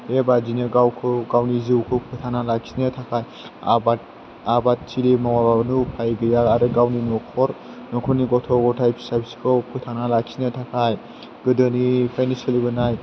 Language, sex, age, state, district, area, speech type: Bodo, male, 18-30, Assam, Chirang, rural, spontaneous